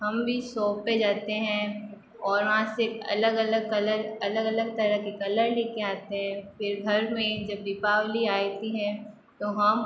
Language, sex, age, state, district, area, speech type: Hindi, female, 18-30, Rajasthan, Jodhpur, urban, spontaneous